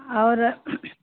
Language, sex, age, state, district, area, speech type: Hindi, female, 60+, Uttar Pradesh, Pratapgarh, rural, conversation